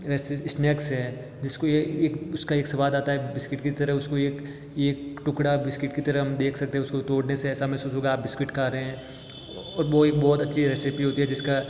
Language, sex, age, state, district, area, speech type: Hindi, male, 18-30, Rajasthan, Jodhpur, urban, spontaneous